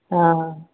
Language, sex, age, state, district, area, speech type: Maithili, female, 30-45, Bihar, Begusarai, urban, conversation